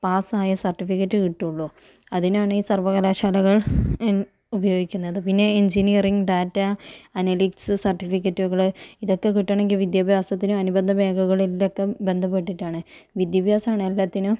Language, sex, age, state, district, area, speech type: Malayalam, female, 45-60, Kerala, Kozhikode, urban, spontaneous